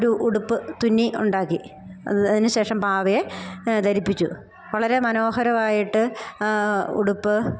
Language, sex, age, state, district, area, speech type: Malayalam, female, 30-45, Kerala, Idukki, rural, spontaneous